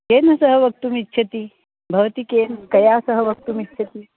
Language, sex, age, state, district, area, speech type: Sanskrit, female, 60+, Maharashtra, Nagpur, urban, conversation